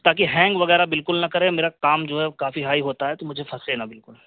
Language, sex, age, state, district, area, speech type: Urdu, male, 18-30, Uttar Pradesh, Siddharthnagar, rural, conversation